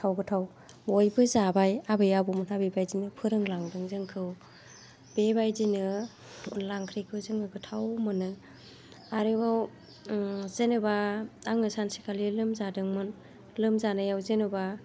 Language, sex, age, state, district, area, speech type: Bodo, female, 45-60, Assam, Chirang, rural, spontaneous